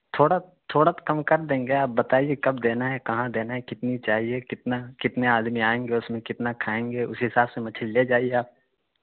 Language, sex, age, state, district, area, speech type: Urdu, male, 18-30, Bihar, Khagaria, rural, conversation